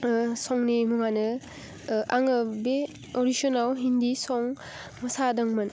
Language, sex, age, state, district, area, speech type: Bodo, female, 18-30, Assam, Udalguri, urban, spontaneous